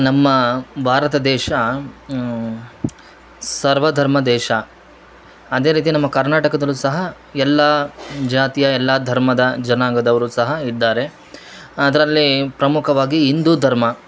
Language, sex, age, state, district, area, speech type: Kannada, male, 30-45, Karnataka, Shimoga, urban, spontaneous